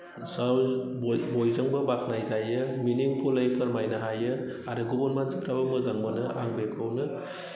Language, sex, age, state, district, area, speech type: Bodo, male, 30-45, Assam, Udalguri, rural, spontaneous